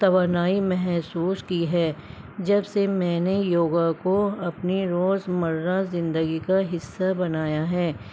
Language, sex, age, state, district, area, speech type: Urdu, female, 60+, Delhi, Central Delhi, urban, spontaneous